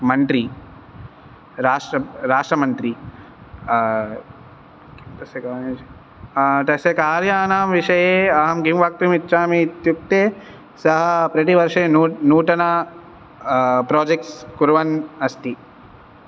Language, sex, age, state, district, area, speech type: Sanskrit, male, 18-30, Telangana, Hyderabad, urban, spontaneous